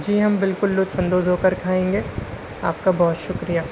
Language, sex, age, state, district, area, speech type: Urdu, male, 18-30, Maharashtra, Nashik, urban, spontaneous